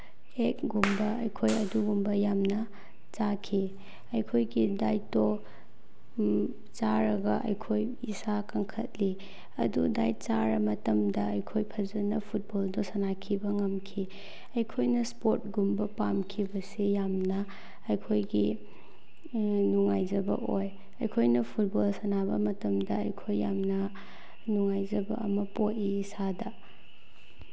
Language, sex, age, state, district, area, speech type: Manipuri, female, 18-30, Manipur, Bishnupur, rural, spontaneous